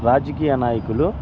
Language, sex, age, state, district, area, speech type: Telugu, male, 45-60, Andhra Pradesh, Guntur, rural, spontaneous